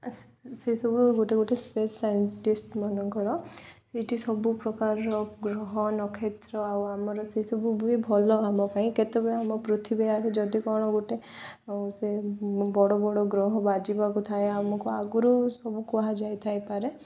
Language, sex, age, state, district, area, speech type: Odia, female, 18-30, Odisha, Koraput, urban, spontaneous